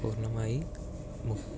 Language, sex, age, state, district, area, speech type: Malayalam, male, 18-30, Kerala, Malappuram, rural, spontaneous